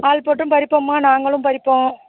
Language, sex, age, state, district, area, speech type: Tamil, female, 60+, Tamil Nadu, Mayiladuthurai, urban, conversation